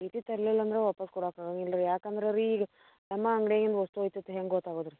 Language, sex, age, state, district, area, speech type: Kannada, female, 60+, Karnataka, Belgaum, rural, conversation